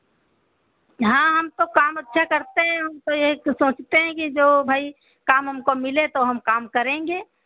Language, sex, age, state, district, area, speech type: Hindi, female, 60+, Uttar Pradesh, Sitapur, rural, conversation